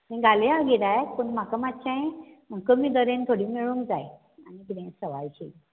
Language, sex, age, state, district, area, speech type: Goan Konkani, female, 60+, Goa, Bardez, rural, conversation